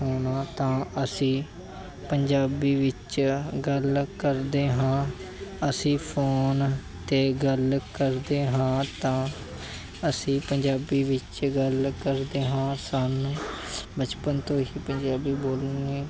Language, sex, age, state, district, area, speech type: Punjabi, male, 18-30, Punjab, Mansa, urban, spontaneous